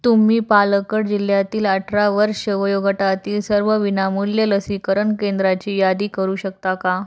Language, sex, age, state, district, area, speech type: Marathi, female, 18-30, Maharashtra, Jalna, urban, read